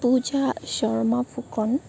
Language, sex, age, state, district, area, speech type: Assamese, female, 18-30, Assam, Morigaon, rural, spontaneous